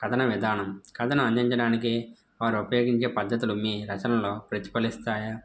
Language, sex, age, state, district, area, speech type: Telugu, male, 18-30, Andhra Pradesh, N T Rama Rao, rural, spontaneous